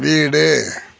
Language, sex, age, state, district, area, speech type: Tamil, male, 60+, Tamil Nadu, Kallakurichi, urban, read